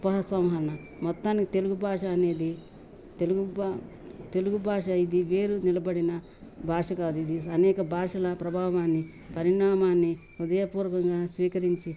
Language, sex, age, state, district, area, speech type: Telugu, female, 60+, Telangana, Ranga Reddy, rural, spontaneous